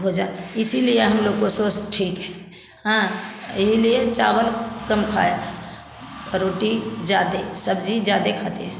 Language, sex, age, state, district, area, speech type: Hindi, female, 60+, Bihar, Samastipur, rural, spontaneous